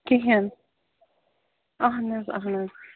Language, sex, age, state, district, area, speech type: Kashmiri, female, 30-45, Jammu and Kashmir, Srinagar, urban, conversation